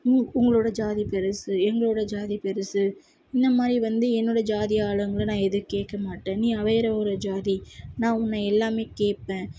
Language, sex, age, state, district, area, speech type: Tamil, female, 18-30, Tamil Nadu, Tirupattur, urban, spontaneous